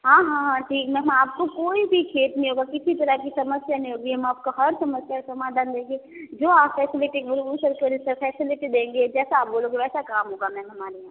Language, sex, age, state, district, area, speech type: Hindi, female, 45-60, Rajasthan, Jodhpur, urban, conversation